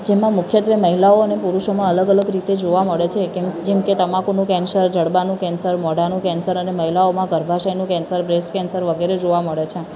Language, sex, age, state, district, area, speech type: Gujarati, female, 18-30, Gujarat, Ahmedabad, urban, spontaneous